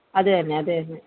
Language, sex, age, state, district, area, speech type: Malayalam, female, 30-45, Kerala, Idukki, rural, conversation